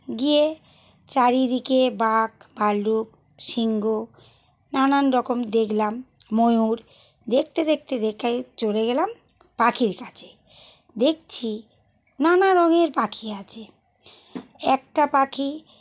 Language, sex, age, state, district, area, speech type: Bengali, female, 45-60, West Bengal, Howrah, urban, spontaneous